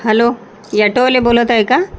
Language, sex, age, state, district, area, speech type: Marathi, female, 45-60, Maharashtra, Nagpur, rural, spontaneous